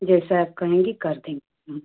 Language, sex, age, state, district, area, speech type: Hindi, female, 45-60, Uttar Pradesh, Ghazipur, rural, conversation